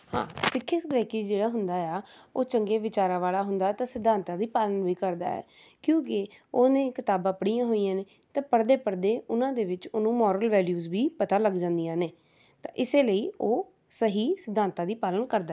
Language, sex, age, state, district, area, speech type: Punjabi, female, 30-45, Punjab, Rupnagar, urban, spontaneous